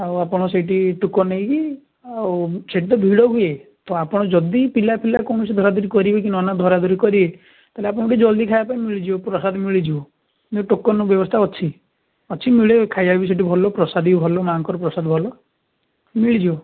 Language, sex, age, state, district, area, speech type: Odia, male, 18-30, Odisha, Balasore, rural, conversation